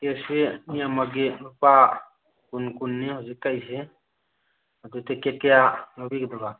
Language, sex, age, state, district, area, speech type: Manipuri, male, 30-45, Manipur, Thoubal, rural, conversation